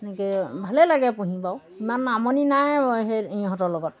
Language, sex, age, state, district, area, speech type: Assamese, female, 60+, Assam, Golaghat, rural, spontaneous